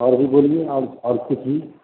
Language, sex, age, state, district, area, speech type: Hindi, male, 45-60, Bihar, Begusarai, rural, conversation